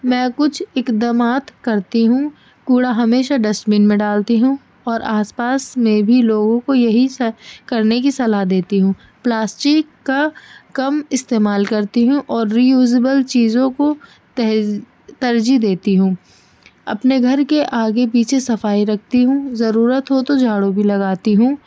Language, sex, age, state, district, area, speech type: Urdu, female, 30-45, Delhi, North East Delhi, urban, spontaneous